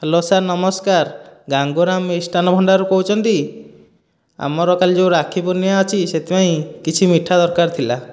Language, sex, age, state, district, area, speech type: Odia, male, 18-30, Odisha, Dhenkanal, rural, spontaneous